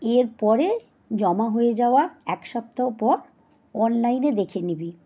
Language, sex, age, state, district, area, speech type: Bengali, female, 45-60, West Bengal, Howrah, urban, spontaneous